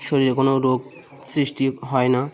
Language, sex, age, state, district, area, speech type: Bengali, male, 45-60, West Bengal, Birbhum, urban, spontaneous